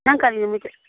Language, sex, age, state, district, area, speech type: Manipuri, female, 45-60, Manipur, Imphal East, rural, conversation